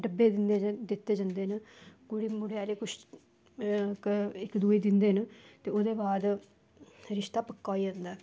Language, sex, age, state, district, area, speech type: Dogri, female, 18-30, Jammu and Kashmir, Samba, rural, spontaneous